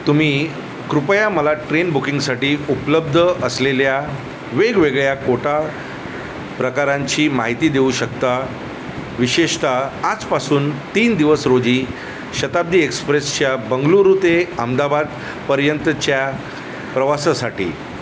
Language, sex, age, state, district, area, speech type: Marathi, male, 45-60, Maharashtra, Thane, rural, read